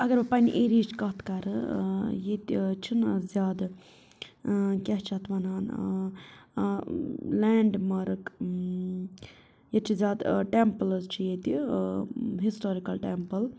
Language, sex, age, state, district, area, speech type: Kashmiri, other, 30-45, Jammu and Kashmir, Budgam, rural, spontaneous